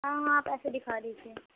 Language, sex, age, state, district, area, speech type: Urdu, female, 18-30, Uttar Pradesh, Shahjahanpur, urban, conversation